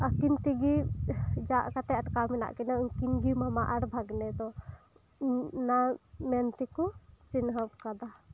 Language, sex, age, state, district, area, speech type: Santali, female, 18-30, West Bengal, Birbhum, rural, spontaneous